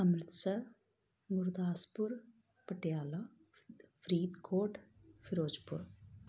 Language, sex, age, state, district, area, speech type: Punjabi, female, 30-45, Punjab, Tarn Taran, rural, spontaneous